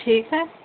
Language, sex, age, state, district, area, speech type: Urdu, female, 60+, Bihar, Gaya, urban, conversation